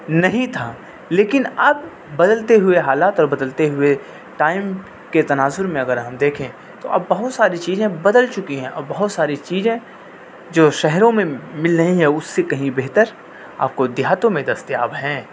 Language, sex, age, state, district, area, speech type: Urdu, male, 18-30, Delhi, North West Delhi, urban, spontaneous